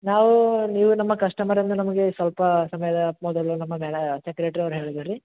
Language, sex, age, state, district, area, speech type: Kannada, male, 18-30, Karnataka, Gulbarga, urban, conversation